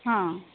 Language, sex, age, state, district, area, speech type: Odia, female, 30-45, Odisha, Sambalpur, rural, conversation